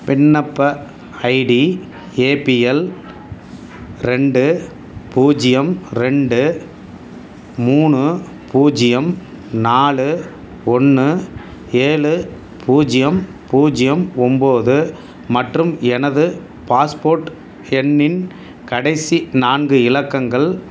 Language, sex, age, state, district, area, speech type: Tamil, male, 60+, Tamil Nadu, Tiruchirappalli, rural, read